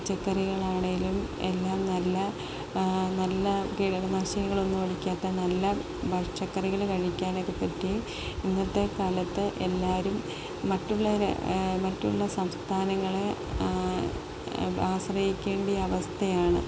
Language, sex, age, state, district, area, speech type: Malayalam, female, 30-45, Kerala, Palakkad, rural, spontaneous